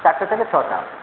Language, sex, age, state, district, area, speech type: Bengali, male, 18-30, West Bengal, Purba Bardhaman, urban, conversation